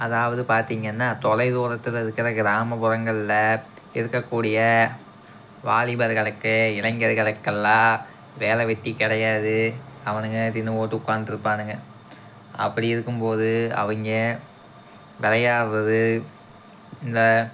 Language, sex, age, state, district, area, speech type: Tamil, male, 18-30, Tamil Nadu, Tiruppur, rural, spontaneous